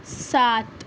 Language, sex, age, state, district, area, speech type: Urdu, female, 18-30, Maharashtra, Nashik, urban, read